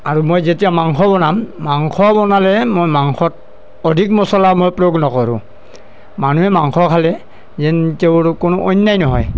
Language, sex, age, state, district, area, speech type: Assamese, male, 45-60, Assam, Nalbari, rural, spontaneous